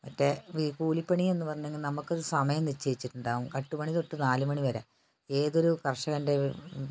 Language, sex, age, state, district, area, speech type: Malayalam, female, 60+, Kerala, Wayanad, rural, spontaneous